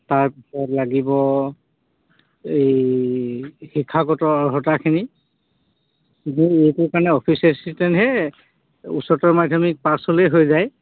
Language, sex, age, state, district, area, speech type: Assamese, male, 45-60, Assam, Dhemaji, rural, conversation